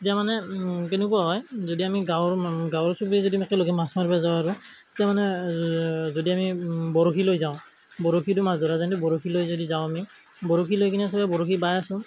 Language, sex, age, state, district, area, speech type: Assamese, male, 18-30, Assam, Darrang, rural, spontaneous